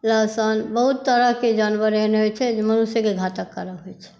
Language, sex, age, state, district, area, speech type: Maithili, female, 60+, Bihar, Saharsa, rural, spontaneous